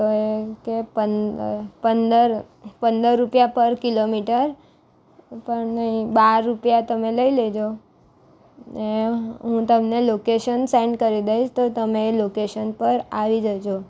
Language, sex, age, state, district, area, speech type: Gujarati, female, 18-30, Gujarat, Valsad, rural, spontaneous